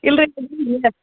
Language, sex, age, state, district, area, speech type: Kannada, female, 45-60, Karnataka, Gulbarga, urban, conversation